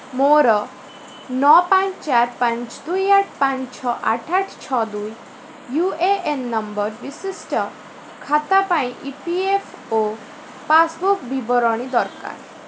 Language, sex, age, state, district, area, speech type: Odia, female, 45-60, Odisha, Rayagada, rural, read